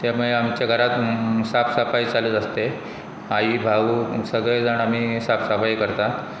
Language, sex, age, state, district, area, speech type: Goan Konkani, male, 45-60, Goa, Pernem, rural, spontaneous